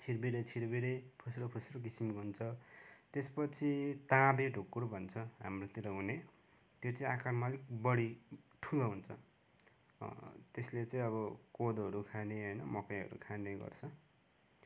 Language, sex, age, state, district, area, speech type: Nepali, male, 30-45, West Bengal, Kalimpong, rural, spontaneous